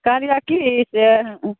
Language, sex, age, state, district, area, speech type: Maithili, female, 45-60, Bihar, Begusarai, urban, conversation